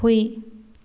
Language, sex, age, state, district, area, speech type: Manipuri, female, 18-30, Manipur, Thoubal, urban, read